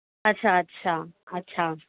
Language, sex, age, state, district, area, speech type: Sindhi, female, 30-45, Uttar Pradesh, Lucknow, urban, conversation